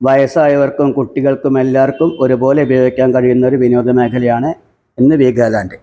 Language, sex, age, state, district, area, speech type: Malayalam, male, 60+, Kerala, Malappuram, rural, spontaneous